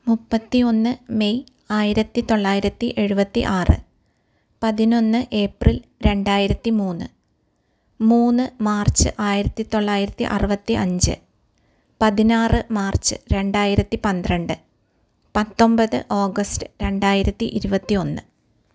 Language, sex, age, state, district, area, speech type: Malayalam, female, 45-60, Kerala, Ernakulam, rural, spontaneous